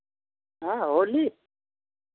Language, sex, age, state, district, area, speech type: Hindi, male, 60+, Uttar Pradesh, Lucknow, rural, conversation